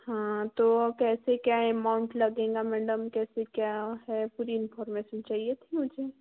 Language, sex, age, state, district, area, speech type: Hindi, female, 30-45, Madhya Pradesh, Betul, urban, conversation